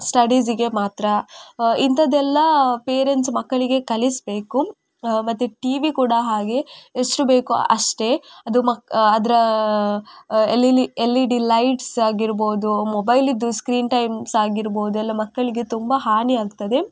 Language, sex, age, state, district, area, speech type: Kannada, female, 18-30, Karnataka, Udupi, rural, spontaneous